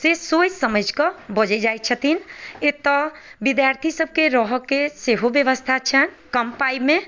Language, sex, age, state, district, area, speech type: Maithili, female, 45-60, Bihar, Madhubani, rural, spontaneous